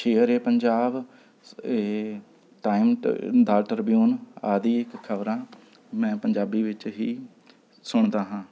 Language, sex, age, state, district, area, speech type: Punjabi, male, 30-45, Punjab, Rupnagar, rural, spontaneous